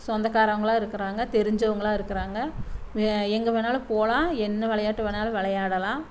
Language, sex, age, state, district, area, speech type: Tamil, female, 45-60, Tamil Nadu, Coimbatore, rural, spontaneous